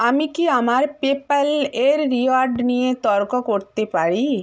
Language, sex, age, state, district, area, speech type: Bengali, female, 45-60, West Bengal, Purba Medinipur, rural, read